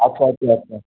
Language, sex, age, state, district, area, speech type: Marathi, male, 18-30, Maharashtra, Ratnagiri, rural, conversation